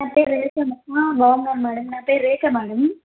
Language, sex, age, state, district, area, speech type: Telugu, female, 30-45, Andhra Pradesh, Kadapa, rural, conversation